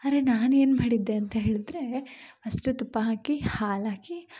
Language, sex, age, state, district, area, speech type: Kannada, female, 18-30, Karnataka, Chikkamagaluru, rural, spontaneous